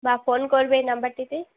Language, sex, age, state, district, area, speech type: Bengali, female, 18-30, West Bengal, Purulia, urban, conversation